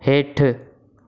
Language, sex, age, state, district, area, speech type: Sindhi, male, 18-30, Maharashtra, Thane, urban, read